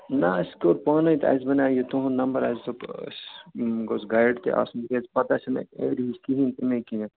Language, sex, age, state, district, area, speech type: Kashmiri, male, 30-45, Jammu and Kashmir, Srinagar, urban, conversation